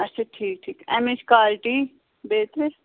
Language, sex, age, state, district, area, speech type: Kashmiri, female, 18-30, Jammu and Kashmir, Pulwama, rural, conversation